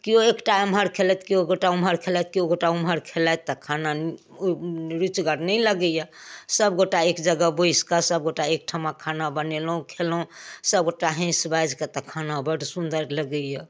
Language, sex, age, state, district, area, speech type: Maithili, female, 60+, Bihar, Darbhanga, rural, spontaneous